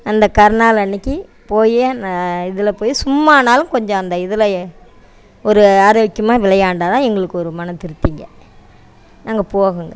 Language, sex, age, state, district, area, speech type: Tamil, female, 60+, Tamil Nadu, Namakkal, rural, spontaneous